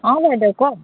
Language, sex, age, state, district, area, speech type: Assamese, female, 60+, Assam, Dibrugarh, rural, conversation